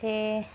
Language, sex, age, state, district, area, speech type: Dogri, female, 18-30, Jammu and Kashmir, Udhampur, rural, spontaneous